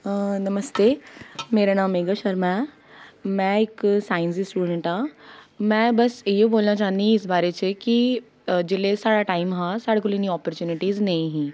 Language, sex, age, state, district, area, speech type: Dogri, female, 30-45, Jammu and Kashmir, Jammu, urban, spontaneous